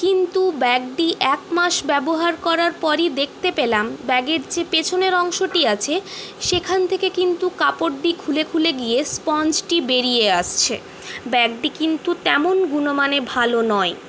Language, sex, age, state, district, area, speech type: Bengali, female, 18-30, West Bengal, Purulia, urban, spontaneous